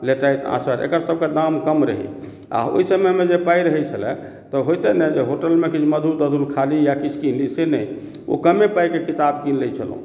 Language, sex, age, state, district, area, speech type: Maithili, male, 45-60, Bihar, Madhubani, urban, spontaneous